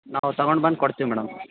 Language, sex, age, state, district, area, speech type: Kannada, male, 18-30, Karnataka, Chitradurga, rural, conversation